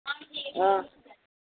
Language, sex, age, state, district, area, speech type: Dogri, female, 45-60, Jammu and Kashmir, Reasi, rural, conversation